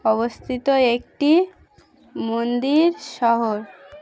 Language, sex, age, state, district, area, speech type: Bengali, female, 18-30, West Bengal, Dakshin Dinajpur, urban, read